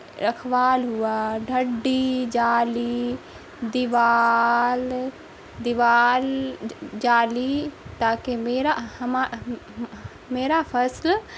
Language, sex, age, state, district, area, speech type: Urdu, female, 18-30, Bihar, Saharsa, rural, spontaneous